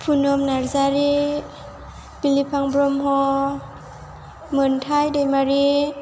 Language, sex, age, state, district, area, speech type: Bodo, female, 18-30, Assam, Chirang, rural, spontaneous